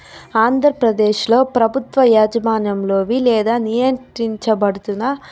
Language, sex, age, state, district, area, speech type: Telugu, female, 30-45, Andhra Pradesh, Chittoor, urban, spontaneous